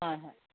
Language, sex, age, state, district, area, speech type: Manipuri, female, 30-45, Manipur, Kangpokpi, urban, conversation